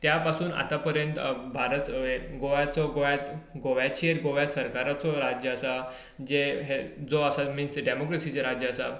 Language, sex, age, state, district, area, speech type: Goan Konkani, male, 18-30, Goa, Tiswadi, rural, spontaneous